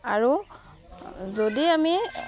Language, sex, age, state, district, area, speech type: Assamese, female, 30-45, Assam, Udalguri, rural, spontaneous